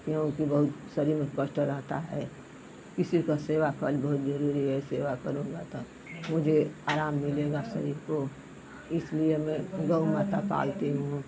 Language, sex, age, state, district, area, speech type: Hindi, female, 60+, Uttar Pradesh, Mau, rural, spontaneous